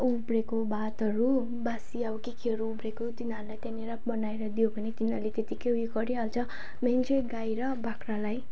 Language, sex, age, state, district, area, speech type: Nepali, female, 18-30, West Bengal, Jalpaiguri, urban, spontaneous